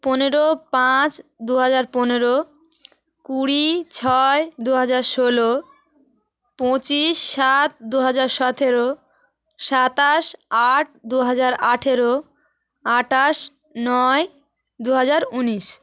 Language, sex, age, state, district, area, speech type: Bengali, female, 18-30, West Bengal, South 24 Parganas, rural, spontaneous